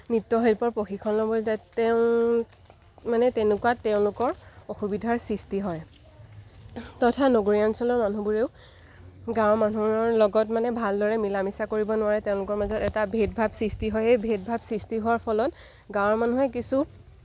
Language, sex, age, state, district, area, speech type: Assamese, female, 18-30, Assam, Lakhimpur, rural, spontaneous